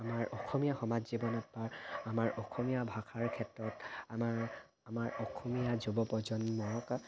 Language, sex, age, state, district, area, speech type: Assamese, male, 18-30, Assam, Charaideo, urban, spontaneous